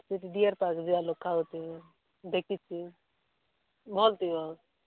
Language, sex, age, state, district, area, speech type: Odia, female, 18-30, Odisha, Nabarangpur, urban, conversation